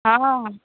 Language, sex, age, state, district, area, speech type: Maithili, female, 30-45, Bihar, Darbhanga, urban, conversation